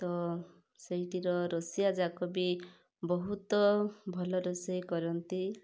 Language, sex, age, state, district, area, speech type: Odia, female, 45-60, Odisha, Rayagada, rural, spontaneous